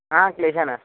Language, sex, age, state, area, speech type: Sanskrit, male, 18-30, Chhattisgarh, urban, conversation